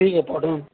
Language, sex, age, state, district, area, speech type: Marathi, male, 60+, Maharashtra, Nanded, rural, conversation